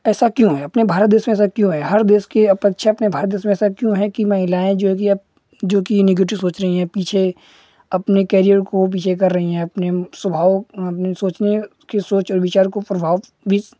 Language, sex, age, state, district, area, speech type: Hindi, male, 18-30, Uttar Pradesh, Ghazipur, urban, spontaneous